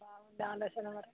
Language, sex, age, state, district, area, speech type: Telugu, female, 30-45, Telangana, Warangal, rural, conversation